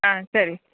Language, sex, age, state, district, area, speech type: Tamil, female, 30-45, Tamil Nadu, Dharmapuri, rural, conversation